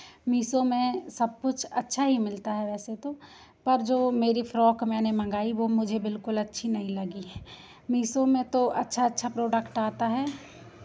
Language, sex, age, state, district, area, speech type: Hindi, female, 18-30, Madhya Pradesh, Seoni, urban, spontaneous